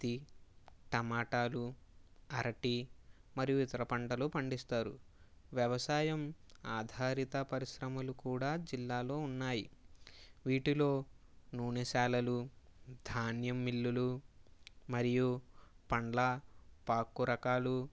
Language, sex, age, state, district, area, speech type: Telugu, male, 30-45, Andhra Pradesh, Kakinada, rural, spontaneous